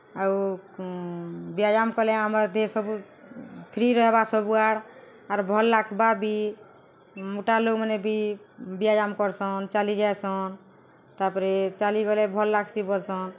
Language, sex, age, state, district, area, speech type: Odia, female, 60+, Odisha, Balangir, urban, spontaneous